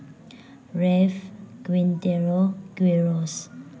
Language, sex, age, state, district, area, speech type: Manipuri, female, 18-30, Manipur, Chandel, rural, spontaneous